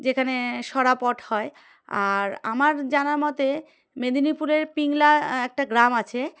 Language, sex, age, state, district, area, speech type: Bengali, female, 30-45, West Bengal, Darjeeling, urban, spontaneous